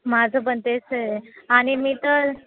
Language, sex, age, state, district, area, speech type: Marathi, female, 18-30, Maharashtra, Nashik, urban, conversation